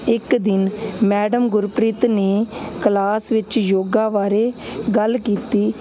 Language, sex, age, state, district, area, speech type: Punjabi, female, 30-45, Punjab, Hoshiarpur, urban, spontaneous